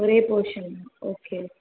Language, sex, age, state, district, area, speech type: Tamil, female, 18-30, Tamil Nadu, Tiruvallur, urban, conversation